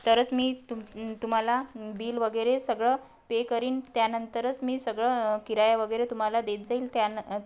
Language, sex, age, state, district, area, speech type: Marathi, female, 30-45, Maharashtra, Wardha, rural, spontaneous